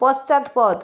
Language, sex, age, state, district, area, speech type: Bengali, female, 45-60, West Bengal, Jalpaiguri, rural, read